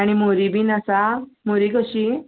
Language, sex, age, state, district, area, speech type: Goan Konkani, female, 30-45, Goa, Murmgao, urban, conversation